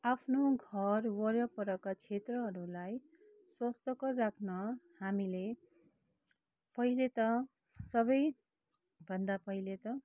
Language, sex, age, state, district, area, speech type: Nepali, female, 30-45, West Bengal, Darjeeling, rural, spontaneous